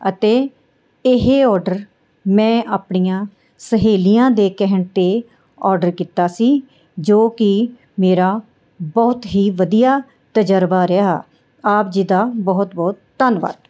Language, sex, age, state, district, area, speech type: Punjabi, female, 45-60, Punjab, Mohali, urban, spontaneous